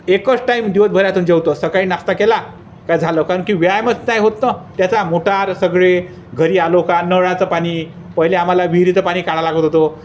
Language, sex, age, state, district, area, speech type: Marathi, male, 30-45, Maharashtra, Wardha, urban, spontaneous